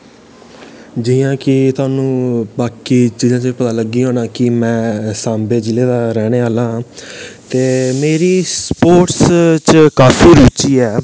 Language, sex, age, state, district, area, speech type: Dogri, male, 18-30, Jammu and Kashmir, Samba, rural, spontaneous